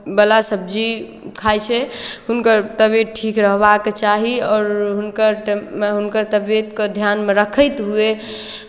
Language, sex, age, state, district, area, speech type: Maithili, female, 18-30, Bihar, Darbhanga, rural, spontaneous